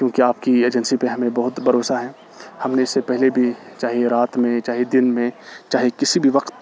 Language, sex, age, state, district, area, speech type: Urdu, male, 18-30, Jammu and Kashmir, Srinagar, rural, spontaneous